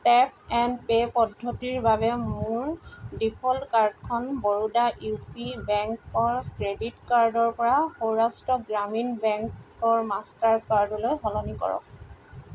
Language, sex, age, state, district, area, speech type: Assamese, female, 45-60, Assam, Tinsukia, rural, read